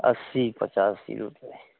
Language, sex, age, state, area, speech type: Hindi, male, 60+, Bihar, urban, conversation